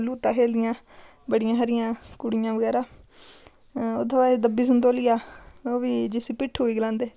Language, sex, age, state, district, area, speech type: Dogri, female, 18-30, Jammu and Kashmir, Udhampur, rural, spontaneous